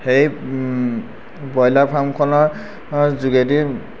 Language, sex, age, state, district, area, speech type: Assamese, male, 18-30, Assam, Sivasagar, urban, spontaneous